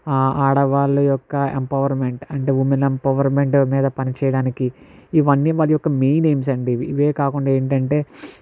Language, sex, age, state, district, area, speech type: Telugu, male, 60+, Andhra Pradesh, Kakinada, rural, spontaneous